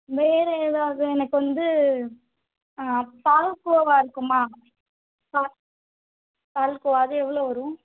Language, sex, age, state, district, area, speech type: Tamil, female, 18-30, Tamil Nadu, Madurai, urban, conversation